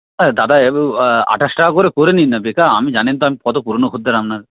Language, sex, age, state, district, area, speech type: Bengali, male, 45-60, West Bengal, Paschim Medinipur, rural, conversation